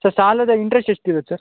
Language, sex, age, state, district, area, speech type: Kannada, male, 18-30, Karnataka, Shimoga, rural, conversation